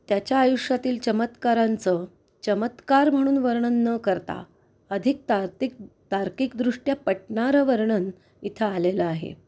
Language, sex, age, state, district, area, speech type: Marathi, female, 45-60, Maharashtra, Pune, urban, spontaneous